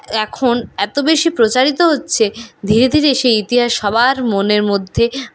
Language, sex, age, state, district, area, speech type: Bengali, female, 45-60, West Bengal, Purulia, rural, spontaneous